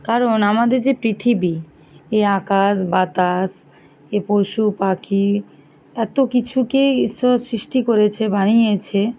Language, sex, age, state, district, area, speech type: Bengali, female, 45-60, West Bengal, Bankura, urban, spontaneous